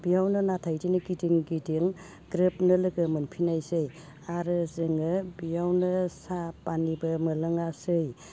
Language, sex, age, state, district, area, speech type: Bodo, female, 60+, Assam, Baksa, urban, spontaneous